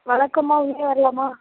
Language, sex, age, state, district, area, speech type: Tamil, female, 18-30, Tamil Nadu, Nagapattinam, rural, conversation